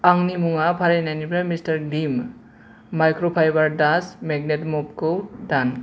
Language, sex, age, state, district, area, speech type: Bodo, male, 30-45, Assam, Kokrajhar, rural, read